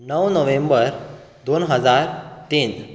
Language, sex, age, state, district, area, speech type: Goan Konkani, male, 18-30, Goa, Bardez, urban, spontaneous